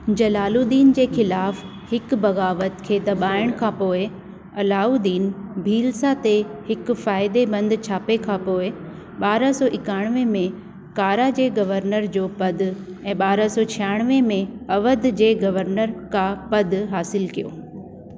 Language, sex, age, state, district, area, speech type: Sindhi, female, 45-60, Delhi, South Delhi, urban, read